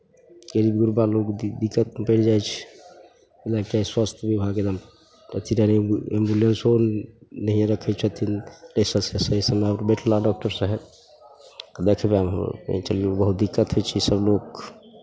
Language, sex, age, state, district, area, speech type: Maithili, male, 45-60, Bihar, Begusarai, urban, spontaneous